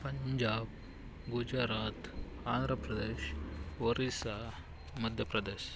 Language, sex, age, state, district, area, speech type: Kannada, male, 45-60, Karnataka, Bangalore Urban, rural, spontaneous